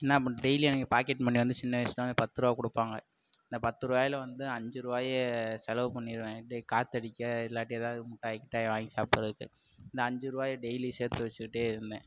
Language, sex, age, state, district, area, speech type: Tamil, male, 18-30, Tamil Nadu, Sivaganga, rural, spontaneous